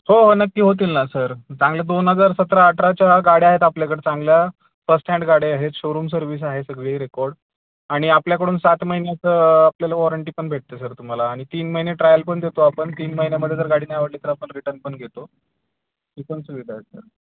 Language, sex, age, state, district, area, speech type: Marathi, male, 30-45, Maharashtra, Osmanabad, rural, conversation